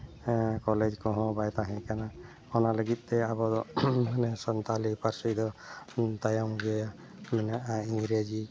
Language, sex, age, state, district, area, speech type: Santali, male, 60+, Jharkhand, Seraikela Kharsawan, rural, spontaneous